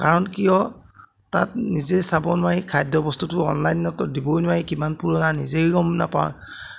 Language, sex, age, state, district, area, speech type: Assamese, male, 30-45, Assam, Jorhat, urban, spontaneous